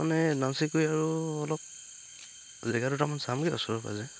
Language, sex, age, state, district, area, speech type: Assamese, male, 45-60, Assam, Tinsukia, rural, spontaneous